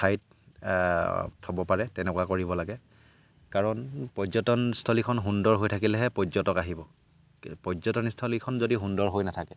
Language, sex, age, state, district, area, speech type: Assamese, male, 30-45, Assam, Sivasagar, rural, spontaneous